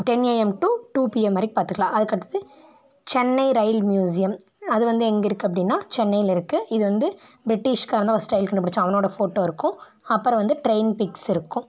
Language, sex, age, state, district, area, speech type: Tamil, female, 18-30, Tamil Nadu, Tiruppur, rural, spontaneous